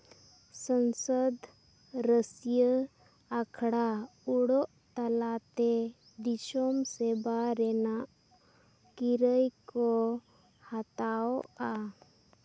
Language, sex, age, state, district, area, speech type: Santali, female, 18-30, Jharkhand, Seraikela Kharsawan, rural, read